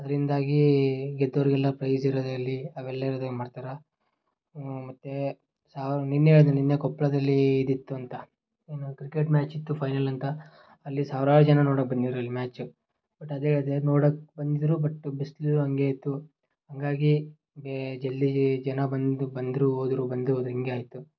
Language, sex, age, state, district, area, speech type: Kannada, male, 18-30, Karnataka, Koppal, rural, spontaneous